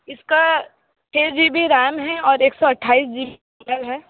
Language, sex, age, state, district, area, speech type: Hindi, female, 18-30, Uttar Pradesh, Sonbhadra, rural, conversation